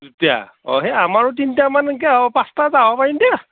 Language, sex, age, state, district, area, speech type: Assamese, male, 45-60, Assam, Darrang, rural, conversation